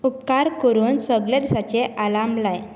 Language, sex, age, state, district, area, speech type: Goan Konkani, female, 18-30, Goa, Bardez, urban, read